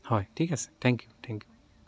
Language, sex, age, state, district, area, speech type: Assamese, male, 18-30, Assam, Dibrugarh, rural, spontaneous